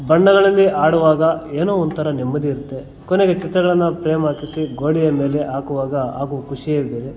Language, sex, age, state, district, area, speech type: Kannada, male, 30-45, Karnataka, Kolar, rural, spontaneous